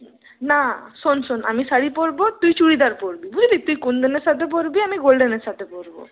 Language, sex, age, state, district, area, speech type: Bengali, female, 30-45, West Bengal, Purulia, urban, conversation